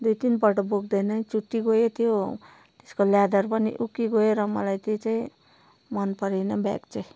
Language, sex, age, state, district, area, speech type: Nepali, female, 30-45, West Bengal, Darjeeling, rural, spontaneous